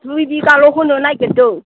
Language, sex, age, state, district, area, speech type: Bodo, female, 60+, Assam, Kokrajhar, rural, conversation